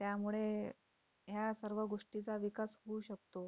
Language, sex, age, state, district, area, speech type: Marathi, female, 30-45, Maharashtra, Akola, urban, spontaneous